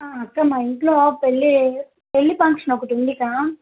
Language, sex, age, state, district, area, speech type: Telugu, female, 30-45, Andhra Pradesh, Kadapa, rural, conversation